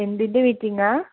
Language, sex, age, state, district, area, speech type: Malayalam, female, 18-30, Kerala, Wayanad, rural, conversation